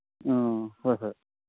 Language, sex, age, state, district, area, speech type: Manipuri, male, 60+, Manipur, Thoubal, rural, conversation